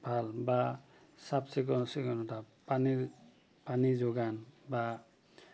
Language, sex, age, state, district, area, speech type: Assamese, male, 45-60, Assam, Goalpara, urban, spontaneous